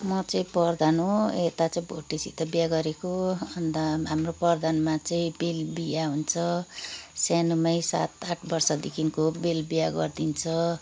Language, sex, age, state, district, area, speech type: Nepali, female, 45-60, West Bengal, Kalimpong, rural, spontaneous